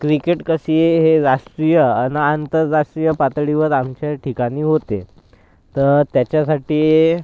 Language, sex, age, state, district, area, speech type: Marathi, male, 30-45, Maharashtra, Nagpur, rural, spontaneous